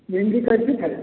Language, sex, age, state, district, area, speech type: Maithili, male, 45-60, Bihar, Sitamarhi, rural, conversation